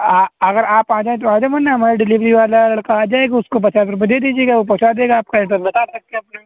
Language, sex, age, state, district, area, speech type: Urdu, male, 30-45, Uttar Pradesh, Shahjahanpur, rural, conversation